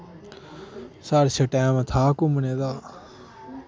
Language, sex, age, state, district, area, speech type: Dogri, male, 18-30, Jammu and Kashmir, Kathua, rural, spontaneous